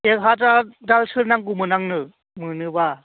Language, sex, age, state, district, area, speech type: Bodo, male, 45-60, Assam, Chirang, urban, conversation